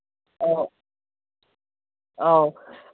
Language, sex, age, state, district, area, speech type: Manipuri, female, 45-60, Manipur, Kangpokpi, urban, conversation